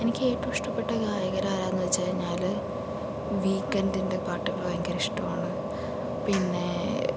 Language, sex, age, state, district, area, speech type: Malayalam, female, 30-45, Kerala, Palakkad, urban, spontaneous